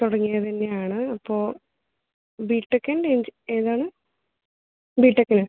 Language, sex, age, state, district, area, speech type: Malayalam, female, 30-45, Kerala, Palakkad, rural, conversation